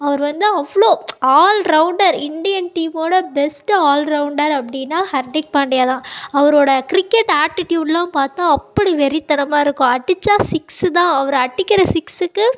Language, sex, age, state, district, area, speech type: Tamil, female, 18-30, Tamil Nadu, Ariyalur, rural, spontaneous